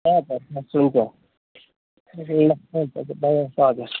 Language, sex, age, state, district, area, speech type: Nepali, male, 18-30, West Bengal, Jalpaiguri, rural, conversation